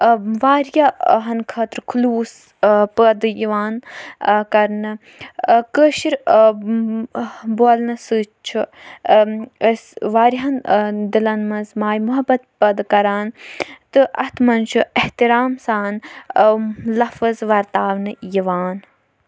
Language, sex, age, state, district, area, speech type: Kashmiri, female, 18-30, Jammu and Kashmir, Kulgam, urban, spontaneous